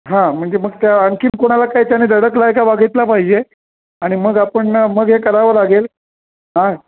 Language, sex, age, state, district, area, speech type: Marathi, male, 60+, Maharashtra, Kolhapur, urban, conversation